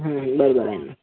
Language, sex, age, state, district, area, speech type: Marathi, male, 45-60, Maharashtra, Yavatmal, urban, conversation